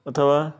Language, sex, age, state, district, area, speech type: Sanskrit, male, 30-45, Karnataka, Dharwad, urban, spontaneous